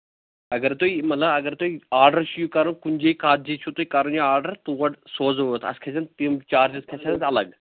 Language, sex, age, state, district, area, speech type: Kashmiri, male, 30-45, Jammu and Kashmir, Anantnag, rural, conversation